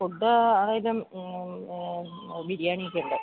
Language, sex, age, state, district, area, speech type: Malayalam, female, 60+, Kerala, Idukki, rural, conversation